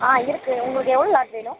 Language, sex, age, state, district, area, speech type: Tamil, female, 30-45, Tamil Nadu, Chennai, urban, conversation